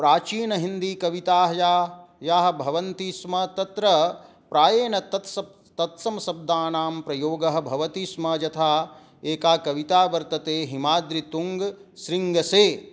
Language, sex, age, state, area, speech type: Sanskrit, male, 60+, Jharkhand, rural, spontaneous